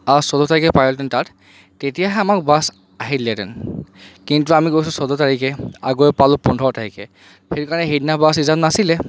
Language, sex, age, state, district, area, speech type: Assamese, male, 30-45, Assam, Charaideo, urban, spontaneous